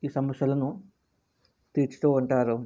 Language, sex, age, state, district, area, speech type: Telugu, male, 60+, Andhra Pradesh, Vizianagaram, rural, spontaneous